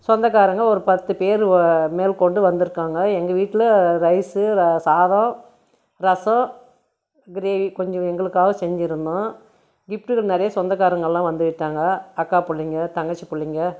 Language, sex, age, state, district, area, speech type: Tamil, female, 60+, Tamil Nadu, Krishnagiri, rural, spontaneous